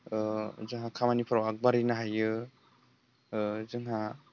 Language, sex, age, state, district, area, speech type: Bodo, male, 18-30, Assam, Udalguri, rural, spontaneous